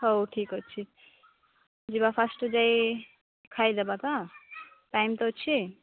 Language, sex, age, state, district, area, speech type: Odia, female, 18-30, Odisha, Nabarangpur, urban, conversation